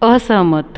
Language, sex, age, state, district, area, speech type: Marathi, female, 18-30, Maharashtra, Buldhana, rural, read